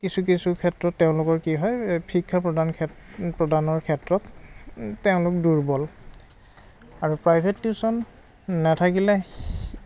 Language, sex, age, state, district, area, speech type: Assamese, male, 30-45, Assam, Goalpara, urban, spontaneous